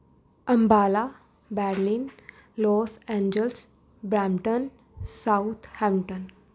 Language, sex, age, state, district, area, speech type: Punjabi, female, 18-30, Punjab, Rupnagar, urban, spontaneous